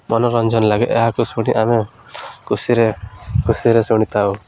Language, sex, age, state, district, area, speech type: Odia, male, 18-30, Odisha, Malkangiri, urban, spontaneous